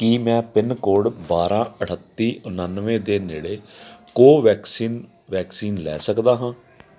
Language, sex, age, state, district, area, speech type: Punjabi, male, 45-60, Punjab, Amritsar, urban, read